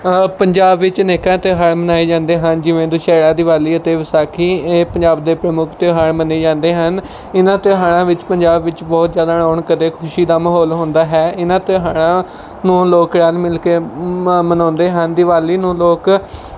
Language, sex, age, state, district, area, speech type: Punjabi, male, 18-30, Punjab, Mohali, rural, spontaneous